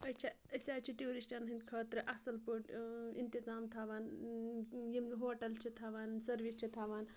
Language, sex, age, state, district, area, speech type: Kashmiri, female, 30-45, Jammu and Kashmir, Anantnag, rural, spontaneous